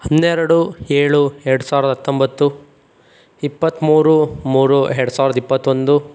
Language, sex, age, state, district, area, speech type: Kannada, male, 45-60, Karnataka, Chikkaballapur, urban, spontaneous